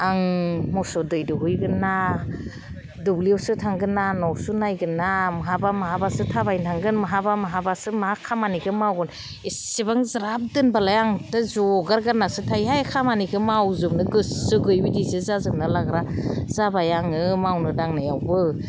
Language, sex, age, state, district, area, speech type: Bodo, female, 45-60, Assam, Udalguri, rural, spontaneous